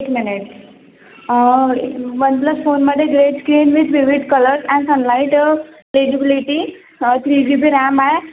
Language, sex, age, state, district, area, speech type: Marathi, female, 18-30, Maharashtra, Nagpur, urban, conversation